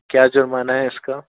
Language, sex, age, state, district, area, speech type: Hindi, male, 60+, Rajasthan, Jaipur, urban, conversation